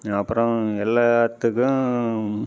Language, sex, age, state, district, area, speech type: Tamil, male, 45-60, Tamil Nadu, Namakkal, rural, spontaneous